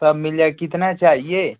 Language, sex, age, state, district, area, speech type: Hindi, male, 30-45, Uttar Pradesh, Ghazipur, rural, conversation